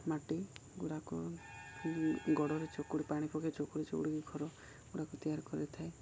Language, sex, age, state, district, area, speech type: Odia, male, 18-30, Odisha, Koraput, urban, spontaneous